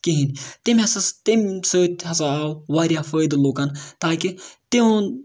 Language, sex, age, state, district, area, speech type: Kashmiri, male, 30-45, Jammu and Kashmir, Ganderbal, rural, spontaneous